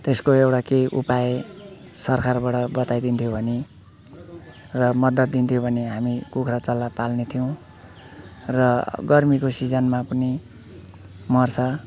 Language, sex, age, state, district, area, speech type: Nepali, male, 60+, West Bengal, Alipurduar, urban, spontaneous